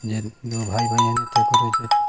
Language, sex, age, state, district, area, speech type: Maithili, male, 60+, Bihar, Sitamarhi, rural, spontaneous